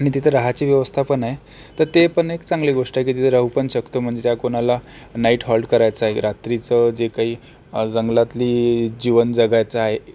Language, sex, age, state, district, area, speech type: Marathi, male, 18-30, Maharashtra, Akola, rural, spontaneous